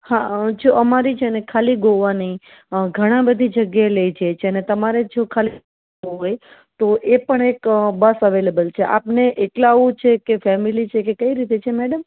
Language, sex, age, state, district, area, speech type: Gujarati, female, 30-45, Gujarat, Rajkot, urban, conversation